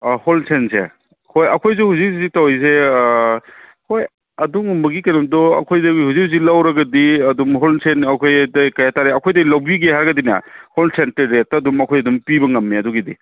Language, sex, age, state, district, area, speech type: Manipuri, male, 30-45, Manipur, Kangpokpi, urban, conversation